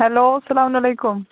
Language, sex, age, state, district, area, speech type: Kashmiri, female, 18-30, Jammu and Kashmir, Baramulla, rural, conversation